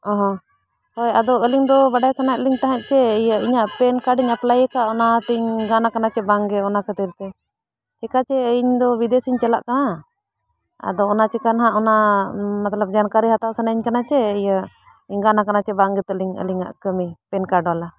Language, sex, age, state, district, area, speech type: Santali, female, 45-60, Jharkhand, Bokaro, rural, spontaneous